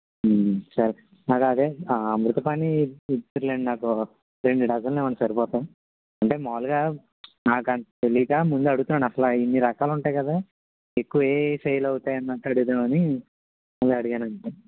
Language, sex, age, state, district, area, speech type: Telugu, male, 18-30, Andhra Pradesh, N T Rama Rao, urban, conversation